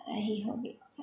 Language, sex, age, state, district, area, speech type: Maithili, female, 30-45, Bihar, Samastipur, urban, spontaneous